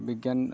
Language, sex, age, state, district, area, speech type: Santali, male, 45-60, Odisha, Mayurbhanj, rural, spontaneous